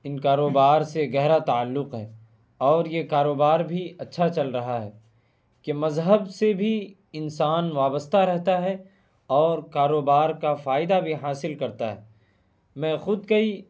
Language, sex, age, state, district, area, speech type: Urdu, male, 18-30, Bihar, Purnia, rural, spontaneous